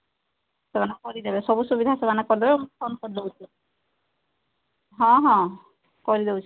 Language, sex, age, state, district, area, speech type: Odia, female, 45-60, Odisha, Sambalpur, rural, conversation